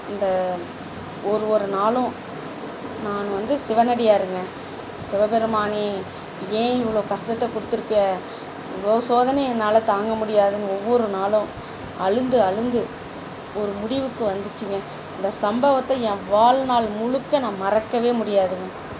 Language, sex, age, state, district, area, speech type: Tamil, female, 45-60, Tamil Nadu, Dharmapuri, rural, spontaneous